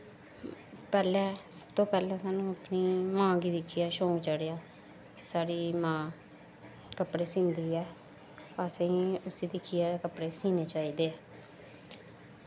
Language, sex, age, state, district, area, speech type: Dogri, female, 30-45, Jammu and Kashmir, Samba, rural, spontaneous